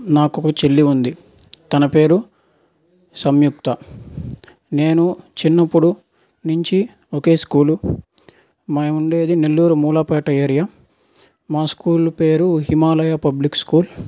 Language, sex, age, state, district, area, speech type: Telugu, male, 18-30, Andhra Pradesh, Nellore, urban, spontaneous